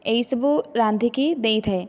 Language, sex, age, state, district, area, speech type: Odia, female, 18-30, Odisha, Kandhamal, rural, spontaneous